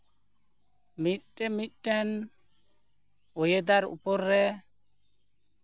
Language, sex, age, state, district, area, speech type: Santali, male, 30-45, West Bengal, Purba Bardhaman, rural, spontaneous